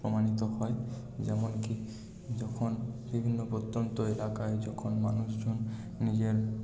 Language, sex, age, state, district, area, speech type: Bengali, male, 30-45, West Bengal, Paschim Bardhaman, urban, spontaneous